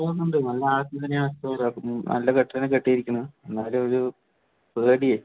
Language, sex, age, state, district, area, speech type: Malayalam, male, 30-45, Kerala, Palakkad, urban, conversation